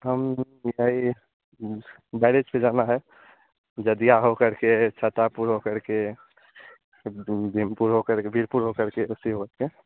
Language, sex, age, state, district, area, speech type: Hindi, male, 18-30, Bihar, Madhepura, rural, conversation